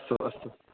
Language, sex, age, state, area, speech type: Sanskrit, male, 30-45, Rajasthan, urban, conversation